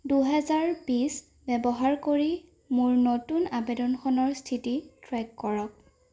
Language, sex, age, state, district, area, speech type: Assamese, female, 18-30, Assam, Sonitpur, rural, read